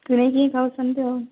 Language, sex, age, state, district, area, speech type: Odia, female, 30-45, Odisha, Sundergarh, urban, conversation